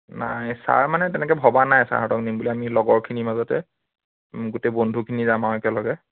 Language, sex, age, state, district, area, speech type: Assamese, male, 18-30, Assam, Biswanath, rural, conversation